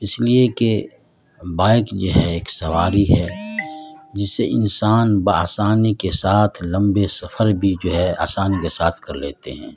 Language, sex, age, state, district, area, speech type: Urdu, male, 45-60, Bihar, Madhubani, rural, spontaneous